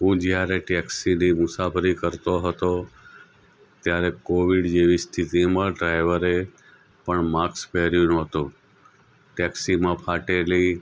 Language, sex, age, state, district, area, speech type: Gujarati, male, 45-60, Gujarat, Anand, rural, spontaneous